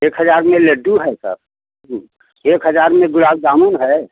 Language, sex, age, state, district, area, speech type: Hindi, male, 60+, Uttar Pradesh, Prayagraj, rural, conversation